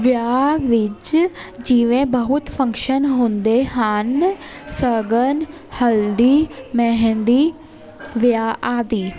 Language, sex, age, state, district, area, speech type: Punjabi, female, 18-30, Punjab, Jalandhar, urban, spontaneous